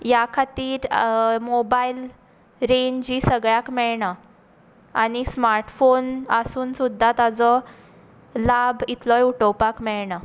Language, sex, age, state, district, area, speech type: Goan Konkani, female, 18-30, Goa, Tiswadi, rural, spontaneous